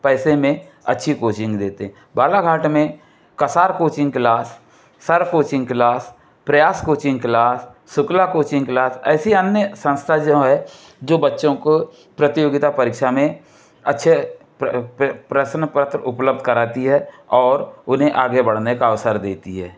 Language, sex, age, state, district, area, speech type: Hindi, male, 60+, Madhya Pradesh, Balaghat, rural, spontaneous